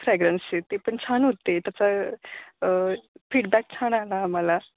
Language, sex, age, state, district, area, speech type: Marathi, female, 30-45, Maharashtra, Kolhapur, rural, conversation